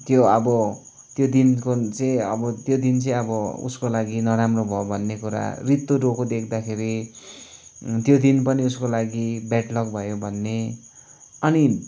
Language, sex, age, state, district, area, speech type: Nepali, male, 45-60, West Bengal, Kalimpong, rural, spontaneous